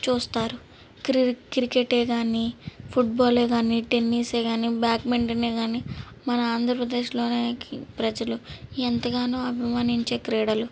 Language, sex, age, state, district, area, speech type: Telugu, female, 18-30, Andhra Pradesh, Guntur, urban, spontaneous